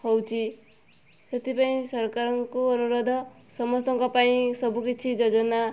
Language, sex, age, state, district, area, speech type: Odia, female, 18-30, Odisha, Mayurbhanj, rural, spontaneous